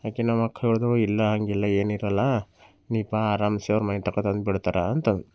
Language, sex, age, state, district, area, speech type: Kannada, male, 18-30, Karnataka, Bidar, urban, spontaneous